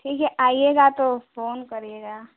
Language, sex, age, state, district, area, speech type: Hindi, female, 18-30, Uttar Pradesh, Chandauli, rural, conversation